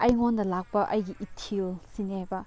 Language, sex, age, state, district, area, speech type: Manipuri, female, 18-30, Manipur, Chandel, rural, spontaneous